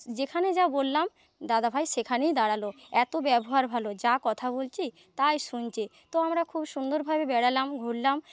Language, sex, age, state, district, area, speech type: Bengali, female, 30-45, West Bengal, Paschim Medinipur, rural, spontaneous